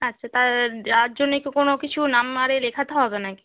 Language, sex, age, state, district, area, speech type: Bengali, female, 18-30, West Bengal, Nadia, rural, conversation